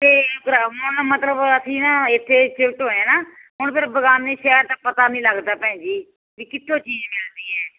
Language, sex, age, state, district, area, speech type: Punjabi, female, 45-60, Punjab, Firozpur, rural, conversation